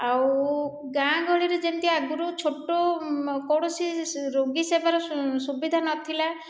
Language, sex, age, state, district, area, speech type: Odia, female, 30-45, Odisha, Khordha, rural, spontaneous